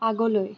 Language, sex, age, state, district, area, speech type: Assamese, female, 18-30, Assam, Kamrup Metropolitan, urban, read